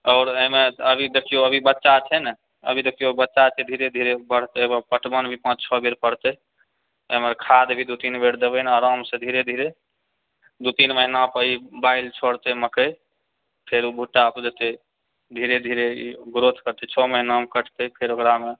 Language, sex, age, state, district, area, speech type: Maithili, male, 60+, Bihar, Purnia, urban, conversation